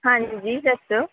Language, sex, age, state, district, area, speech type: Punjabi, female, 18-30, Punjab, Faridkot, rural, conversation